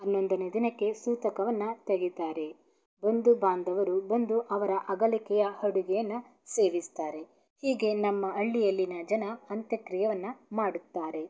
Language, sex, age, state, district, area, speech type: Kannada, female, 18-30, Karnataka, Davanagere, rural, spontaneous